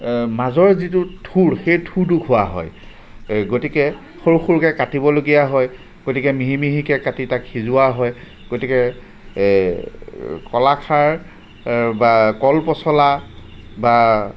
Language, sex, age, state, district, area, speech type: Assamese, male, 45-60, Assam, Jorhat, urban, spontaneous